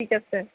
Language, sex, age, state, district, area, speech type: Assamese, female, 30-45, Assam, Lakhimpur, rural, conversation